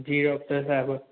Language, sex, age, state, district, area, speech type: Sindhi, male, 18-30, Maharashtra, Thane, urban, conversation